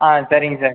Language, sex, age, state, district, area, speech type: Tamil, female, 18-30, Tamil Nadu, Cuddalore, rural, conversation